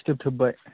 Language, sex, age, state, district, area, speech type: Bodo, male, 18-30, Assam, Kokrajhar, urban, conversation